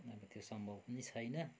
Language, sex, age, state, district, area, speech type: Nepali, male, 45-60, West Bengal, Kalimpong, rural, spontaneous